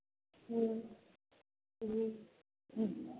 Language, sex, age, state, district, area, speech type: Maithili, female, 18-30, Bihar, Madhubani, rural, conversation